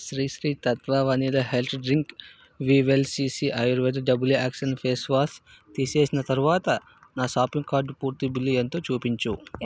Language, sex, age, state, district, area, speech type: Telugu, male, 45-60, Andhra Pradesh, Vizianagaram, rural, read